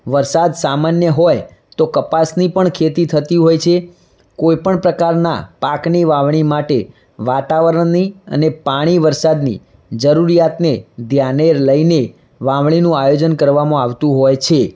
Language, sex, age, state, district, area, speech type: Gujarati, male, 18-30, Gujarat, Mehsana, rural, spontaneous